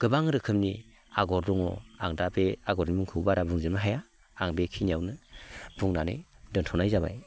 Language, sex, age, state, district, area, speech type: Bodo, male, 45-60, Assam, Baksa, rural, spontaneous